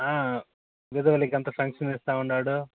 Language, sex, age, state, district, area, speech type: Telugu, male, 45-60, Andhra Pradesh, Sri Balaji, urban, conversation